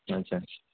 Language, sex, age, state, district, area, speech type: Odia, male, 30-45, Odisha, Sambalpur, rural, conversation